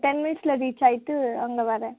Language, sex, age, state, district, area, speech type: Tamil, female, 18-30, Tamil Nadu, Krishnagiri, rural, conversation